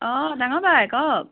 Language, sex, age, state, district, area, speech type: Assamese, female, 45-60, Assam, Lakhimpur, rural, conversation